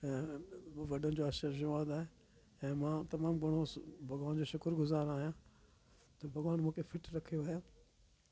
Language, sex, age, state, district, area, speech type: Sindhi, male, 60+, Delhi, South Delhi, urban, spontaneous